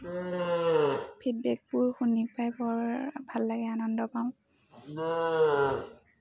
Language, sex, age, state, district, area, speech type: Assamese, female, 18-30, Assam, Lakhimpur, rural, spontaneous